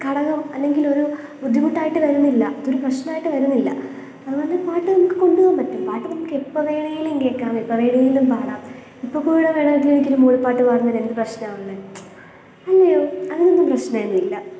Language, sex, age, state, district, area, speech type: Malayalam, female, 18-30, Kerala, Pathanamthitta, urban, spontaneous